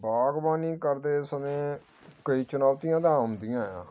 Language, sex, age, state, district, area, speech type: Punjabi, male, 45-60, Punjab, Amritsar, urban, spontaneous